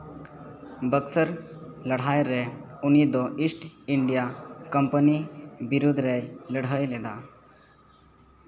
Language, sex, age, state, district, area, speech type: Santali, male, 18-30, Jharkhand, East Singhbhum, rural, read